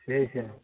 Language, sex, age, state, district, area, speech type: Tamil, male, 18-30, Tamil Nadu, Kallakurichi, rural, conversation